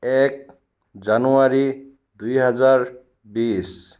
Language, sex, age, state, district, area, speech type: Assamese, male, 30-45, Assam, Sonitpur, rural, spontaneous